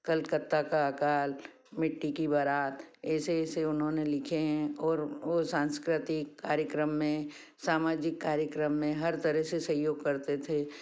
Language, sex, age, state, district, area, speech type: Hindi, female, 60+, Madhya Pradesh, Ujjain, urban, spontaneous